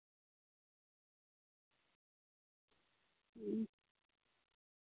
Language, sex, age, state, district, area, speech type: Santali, female, 30-45, West Bengal, Uttar Dinajpur, rural, conversation